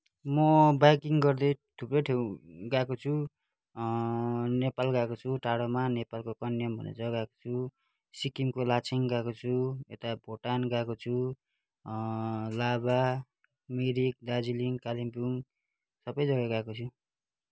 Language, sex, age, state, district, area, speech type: Nepali, male, 30-45, West Bengal, Kalimpong, rural, spontaneous